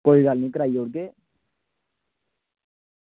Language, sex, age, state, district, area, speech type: Dogri, male, 18-30, Jammu and Kashmir, Samba, rural, conversation